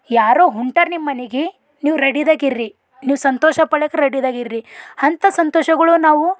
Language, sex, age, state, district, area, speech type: Kannada, female, 30-45, Karnataka, Bidar, rural, spontaneous